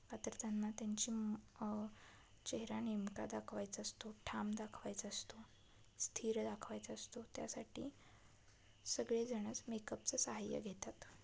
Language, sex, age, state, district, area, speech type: Marathi, female, 18-30, Maharashtra, Satara, urban, spontaneous